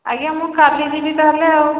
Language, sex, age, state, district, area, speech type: Odia, female, 45-60, Odisha, Angul, rural, conversation